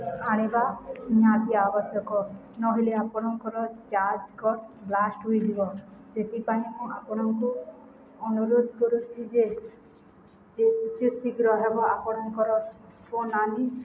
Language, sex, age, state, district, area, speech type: Odia, female, 18-30, Odisha, Balangir, urban, spontaneous